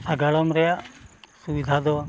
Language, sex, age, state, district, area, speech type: Santali, male, 45-60, Odisha, Mayurbhanj, rural, spontaneous